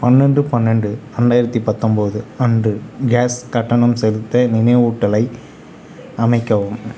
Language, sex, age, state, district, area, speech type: Tamil, male, 18-30, Tamil Nadu, Kallakurichi, urban, read